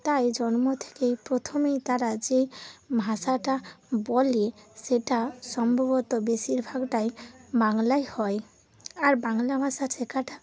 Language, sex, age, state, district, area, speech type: Bengali, female, 30-45, West Bengal, Hooghly, urban, spontaneous